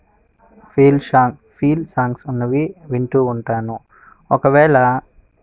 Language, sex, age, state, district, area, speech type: Telugu, male, 18-30, Andhra Pradesh, Sri Balaji, rural, spontaneous